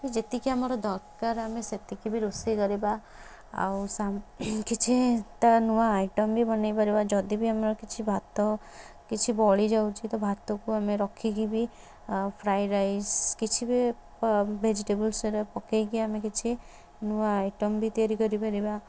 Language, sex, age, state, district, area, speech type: Odia, female, 18-30, Odisha, Cuttack, urban, spontaneous